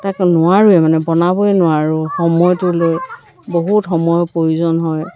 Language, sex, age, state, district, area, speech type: Assamese, female, 60+, Assam, Dibrugarh, rural, spontaneous